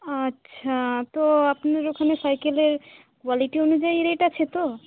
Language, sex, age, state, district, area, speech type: Bengali, female, 18-30, West Bengal, Uttar Dinajpur, urban, conversation